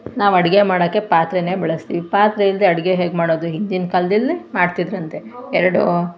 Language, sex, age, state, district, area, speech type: Kannada, female, 45-60, Karnataka, Mandya, rural, spontaneous